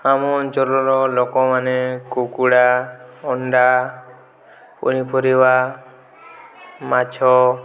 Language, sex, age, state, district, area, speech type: Odia, male, 18-30, Odisha, Boudh, rural, spontaneous